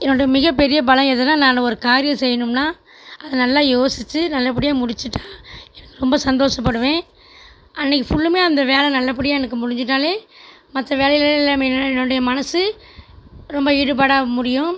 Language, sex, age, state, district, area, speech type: Tamil, female, 45-60, Tamil Nadu, Tiruchirappalli, rural, spontaneous